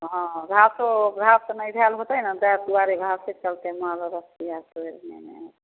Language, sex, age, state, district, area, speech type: Maithili, female, 45-60, Bihar, Samastipur, rural, conversation